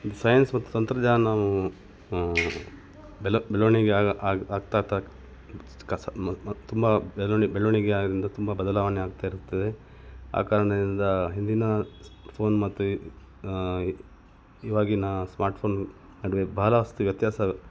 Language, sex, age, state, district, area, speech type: Kannada, male, 45-60, Karnataka, Dakshina Kannada, rural, spontaneous